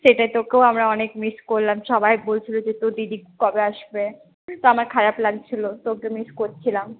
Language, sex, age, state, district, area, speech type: Bengali, female, 30-45, West Bengal, Purulia, urban, conversation